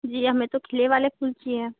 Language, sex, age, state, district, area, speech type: Hindi, female, 18-30, Madhya Pradesh, Betul, urban, conversation